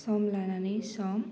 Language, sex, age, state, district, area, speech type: Bodo, female, 18-30, Assam, Baksa, rural, spontaneous